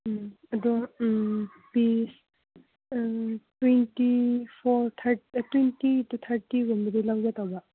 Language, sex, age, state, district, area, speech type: Manipuri, female, 18-30, Manipur, Kangpokpi, urban, conversation